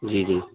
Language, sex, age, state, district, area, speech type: Urdu, male, 30-45, Delhi, Central Delhi, urban, conversation